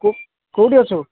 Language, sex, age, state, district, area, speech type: Odia, male, 18-30, Odisha, Bhadrak, rural, conversation